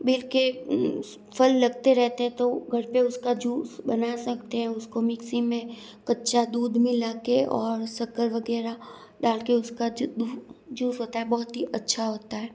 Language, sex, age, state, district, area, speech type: Hindi, female, 18-30, Rajasthan, Jodhpur, urban, spontaneous